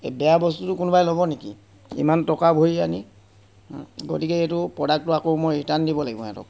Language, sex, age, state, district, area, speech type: Assamese, male, 30-45, Assam, Sivasagar, rural, spontaneous